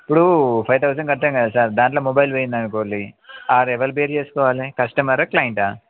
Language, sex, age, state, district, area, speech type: Telugu, male, 18-30, Telangana, Yadadri Bhuvanagiri, urban, conversation